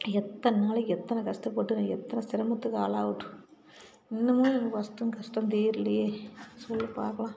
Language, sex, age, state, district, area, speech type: Tamil, female, 45-60, Tamil Nadu, Salem, rural, spontaneous